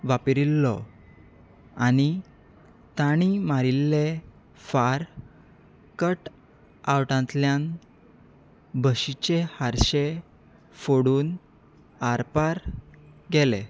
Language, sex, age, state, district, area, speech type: Goan Konkani, male, 18-30, Goa, Salcete, rural, read